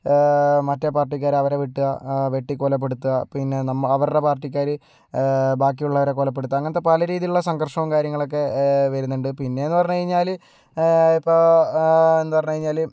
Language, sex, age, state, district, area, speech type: Malayalam, male, 30-45, Kerala, Kozhikode, urban, spontaneous